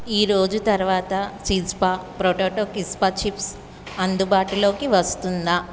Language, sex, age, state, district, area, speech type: Telugu, female, 30-45, Andhra Pradesh, Anakapalli, urban, read